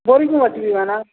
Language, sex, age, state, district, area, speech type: Odia, male, 45-60, Odisha, Nabarangpur, rural, conversation